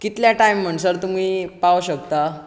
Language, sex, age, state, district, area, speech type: Goan Konkani, male, 18-30, Goa, Bardez, rural, spontaneous